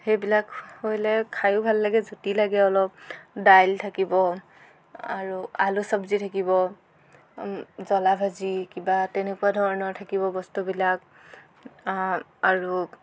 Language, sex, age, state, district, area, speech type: Assamese, female, 18-30, Assam, Jorhat, urban, spontaneous